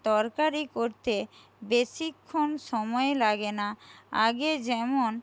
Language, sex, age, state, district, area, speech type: Bengali, female, 45-60, West Bengal, Jhargram, rural, spontaneous